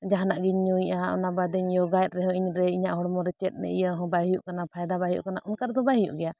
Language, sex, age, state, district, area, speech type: Santali, female, 45-60, Jharkhand, Bokaro, rural, spontaneous